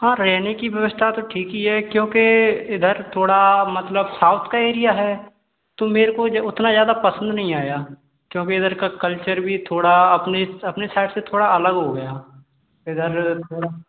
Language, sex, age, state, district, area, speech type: Hindi, male, 18-30, Madhya Pradesh, Gwalior, urban, conversation